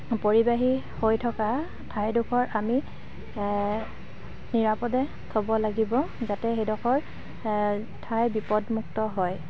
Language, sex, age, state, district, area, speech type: Assamese, female, 45-60, Assam, Dibrugarh, rural, spontaneous